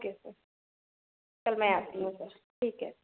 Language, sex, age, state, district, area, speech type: Hindi, female, 30-45, Madhya Pradesh, Bhopal, rural, conversation